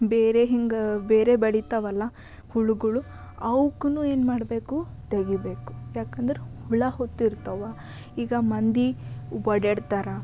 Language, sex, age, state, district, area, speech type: Kannada, female, 18-30, Karnataka, Bidar, urban, spontaneous